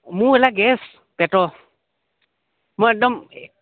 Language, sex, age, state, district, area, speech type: Assamese, male, 18-30, Assam, Lakhimpur, urban, conversation